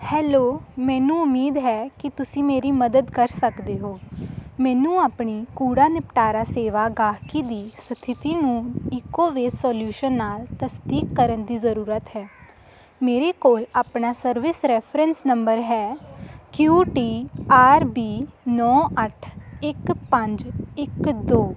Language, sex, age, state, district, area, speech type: Punjabi, female, 18-30, Punjab, Hoshiarpur, rural, read